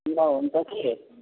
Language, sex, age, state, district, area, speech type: Nepali, female, 60+, West Bengal, Jalpaiguri, rural, conversation